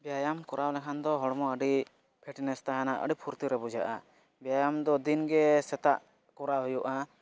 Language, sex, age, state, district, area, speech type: Santali, male, 18-30, Jharkhand, East Singhbhum, rural, spontaneous